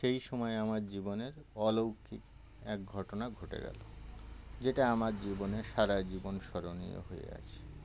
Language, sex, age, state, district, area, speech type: Bengali, male, 60+, West Bengal, Birbhum, urban, spontaneous